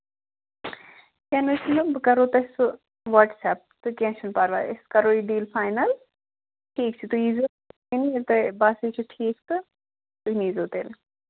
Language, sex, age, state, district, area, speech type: Kashmiri, female, 45-60, Jammu and Kashmir, Ganderbal, rural, conversation